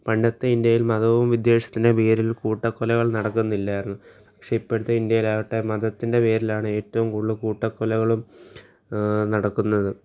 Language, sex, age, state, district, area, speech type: Malayalam, male, 18-30, Kerala, Alappuzha, rural, spontaneous